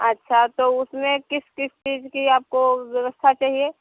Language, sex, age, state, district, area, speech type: Hindi, female, 45-60, Uttar Pradesh, Hardoi, rural, conversation